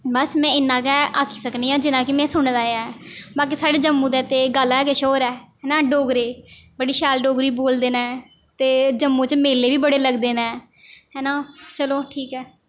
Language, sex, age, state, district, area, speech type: Dogri, female, 18-30, Jammu and Kashmir, Jammu, rural, spontaneous